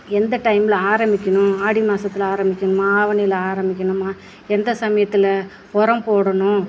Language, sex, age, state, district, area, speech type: Tamil, female, 45-60, Tamil Nadu, Perambalur, rural, spontaneous